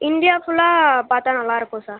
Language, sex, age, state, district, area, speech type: Tamil, female, 18-30, Tamil Nadu, Pudukkottai, rural, conversation